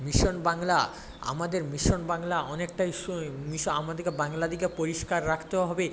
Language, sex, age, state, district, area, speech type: Bengali, male, 18-30, West Bengal, Paschim Medinipur, rural, spontaneous